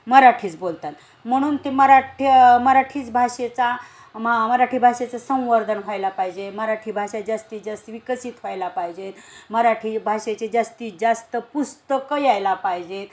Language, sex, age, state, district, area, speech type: Marathi, female, 45-60, Maharashtra, Osmanabad, rural, spontaneous